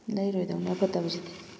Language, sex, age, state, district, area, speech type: Manipuri, female, 30-45, Manipur, Kakching, rural, spontaneous